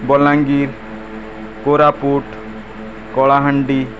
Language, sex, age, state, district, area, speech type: Odia, male, 45-60, Odisha, Sundergarh, urban, spontaneous